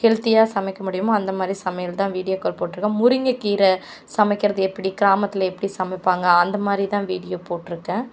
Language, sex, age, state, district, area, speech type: Tamil, female, 45-60, Tamil Nadu, Cuddalore, rural, spontaneous